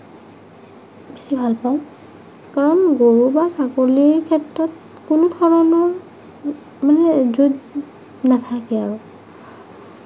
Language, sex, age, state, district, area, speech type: Assamese, female, 45-60, Assam, Nagaon, rural, spontaneous